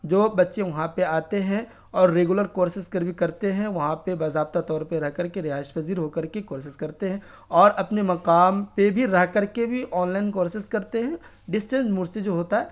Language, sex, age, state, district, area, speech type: Urdu, male, 30-45, Bihar, Darbhanga, rural, spontaneous